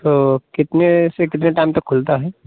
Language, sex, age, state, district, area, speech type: Hindi, male, 30-45, Uttar Pradesh, Jaunpur, rural, conversation